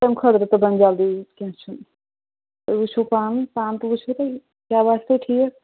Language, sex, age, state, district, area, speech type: Kashmiri, female, 45-60, Jammu and Kashmir, Ganderbal, rural, conversation